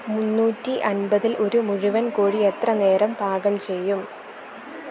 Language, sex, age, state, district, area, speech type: Malayalam, female, 18-30, Kerala, Idukki, rural, read